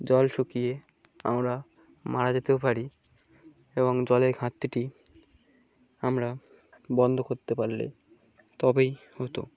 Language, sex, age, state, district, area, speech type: Bengali, male, 18-30, West Bengal, Birbhum, urban, spontaneous